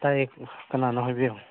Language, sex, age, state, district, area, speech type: Manipuri, male, 45-60, Manipur, Churachandpur, rural, conversation